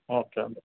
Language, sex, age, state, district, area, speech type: Telugu, male, 30-45, Telangana, Karimnagar, rural, conversation